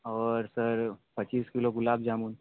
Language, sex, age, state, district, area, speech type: Hindi, male, 45-60, Uttar Pradesh, Sonbhadra, rural, conversation